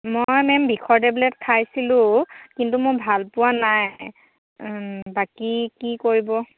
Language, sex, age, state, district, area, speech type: Assamese, female, 18-30, Assam, Dhemaji, rural, conversation